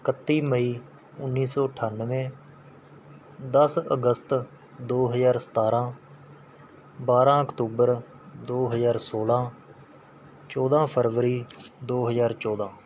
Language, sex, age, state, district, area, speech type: Punjabi, male, 18-30, Punjab, Mohali, urban, spontaneous